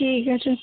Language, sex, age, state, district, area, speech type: Bengali, female, 18-30, West Bengal, Malda, urban, conversation